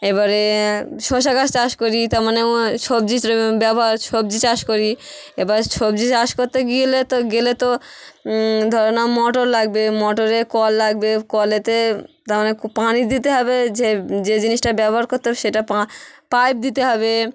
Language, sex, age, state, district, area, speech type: Bengali, female, 30-45, West Bengal, Hooghly, urban, spontaneous